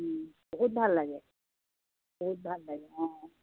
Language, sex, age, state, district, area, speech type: Assamese, female, 60+, Assam, Lakhimpur, rural, conversation